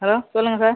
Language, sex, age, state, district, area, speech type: Tamil, male, 18-30, Tamil Nadu, Mayiladuthurai, urban, conversation